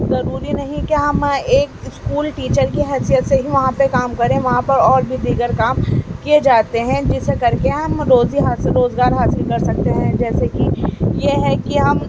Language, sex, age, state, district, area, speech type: Urdu, female, 18-30, Delhi, Central Delhi, urban, spontaneous